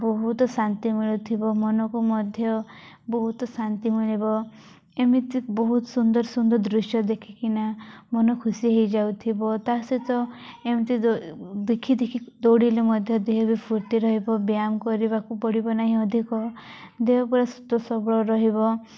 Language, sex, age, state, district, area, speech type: Odia, female, 18-30, Odisha, Nabarangpur, urban, spontaneous